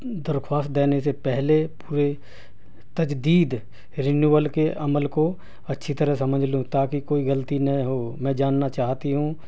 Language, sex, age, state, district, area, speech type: Urdu, male, 60+, Delhi, South Delhi, urban, spontaneous